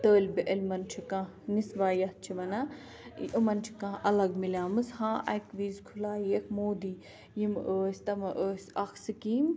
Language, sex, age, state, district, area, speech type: Kashmiri, female, 18-30, Jammu and Kashmir, Ganderbal, urban, spontaneous